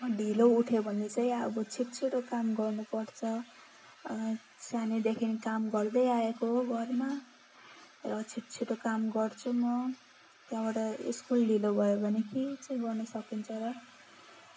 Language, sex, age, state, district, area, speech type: Nepali, female, 30-45, West Bengal, Darjeeling, rural, spontaneous